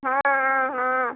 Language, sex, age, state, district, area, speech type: Hindi, female, 45-60, Uttar Pradesh, Ayodhya, rural, conversation